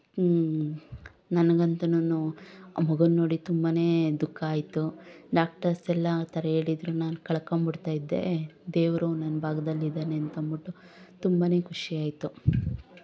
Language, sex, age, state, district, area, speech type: Kannada, female, 30-45, Karnataka, Bangalore Urban, rural, spontaneous